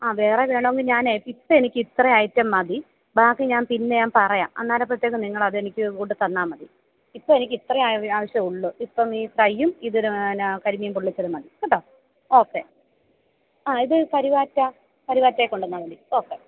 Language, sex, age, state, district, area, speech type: Malayalam, female, 30-45, Kerala, Alappuzha, rural, conversation